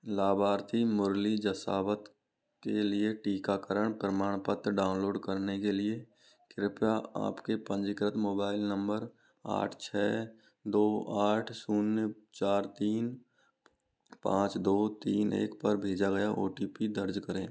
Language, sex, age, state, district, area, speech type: Hindi, male, 30-45, Rajasthan, Karauli, rural, read